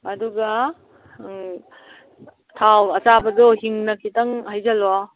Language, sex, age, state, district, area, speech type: Manipuri, female, 60+, Manipur, Kangpokpi, urban, conversation